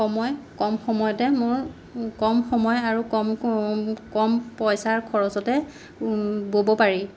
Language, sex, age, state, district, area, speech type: Assamese, female, 45-60, Assam, Majuli, urban, spontaneous